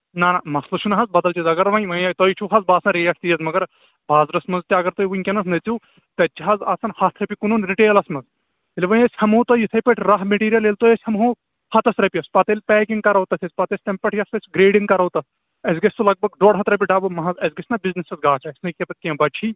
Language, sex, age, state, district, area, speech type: Kashmiri, male, 18-30, Jammu and Kashmir, Kulgam, rural, conversation